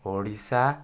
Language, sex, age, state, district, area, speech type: Odia, male, 18-30, Odisha, Kandhamal, rural, spontaneous